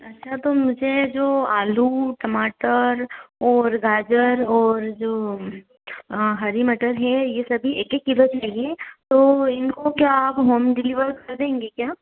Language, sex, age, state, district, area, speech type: Hindi, female, 18-30, Madhya Pradesh, Ujjain, urban, conversation